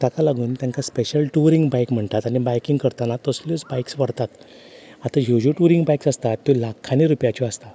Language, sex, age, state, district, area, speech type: Goan Konkani, male, 30-45, Goa, Salcete, rural, spontaneous